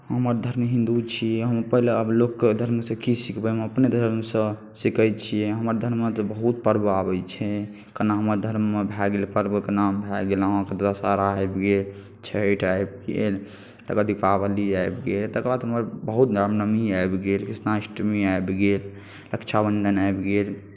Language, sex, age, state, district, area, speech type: Maithili, male, 18-30, Bihar, Saharsa, rural, spontaneous